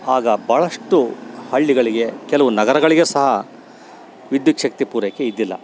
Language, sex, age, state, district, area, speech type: Kannada, male, 60+, Karnataka, Bellary, rural, spontaneous